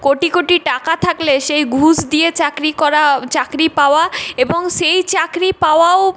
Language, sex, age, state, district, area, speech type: Bengali, female, 18-30, West Bengal, Purulia, rural, spontaneous